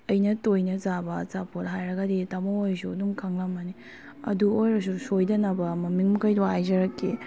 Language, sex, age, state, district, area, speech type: Manipuri, female, 18-30, Manipur, Kakching, rural, spontaneous